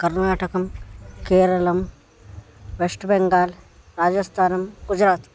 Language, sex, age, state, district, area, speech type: Sanskrit, male, 18-30, Karnataka, Uttara Kannada, rural, spontaneous